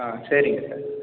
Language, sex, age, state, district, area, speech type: Tamil, male, 30-45, Tamil Nadu, Cuddalore, rural, conversation